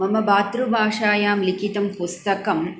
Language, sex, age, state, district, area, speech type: Sanskrit, female, 45-60, Tamil Nadu, Coimbatore, urban, spontaneous